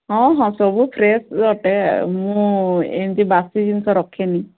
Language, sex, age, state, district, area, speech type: Odia, female, 18-30, Odisha, Sundergarh, urban, conversation